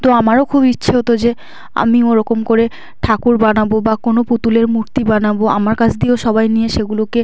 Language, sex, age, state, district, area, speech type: Bengali, female, 18-30, West Bengal, South 24 Parganas, rural, spontaneous